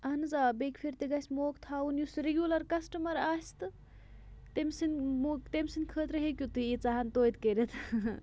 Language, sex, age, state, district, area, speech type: Kashmiri, female, 45-60, Jammu and Kashmir, Bandipora, rural, spontaneous